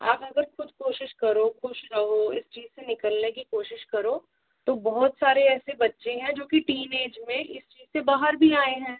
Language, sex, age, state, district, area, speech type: Hindi, female, 45-60, Rajasthan, Jaipur, urban, conversation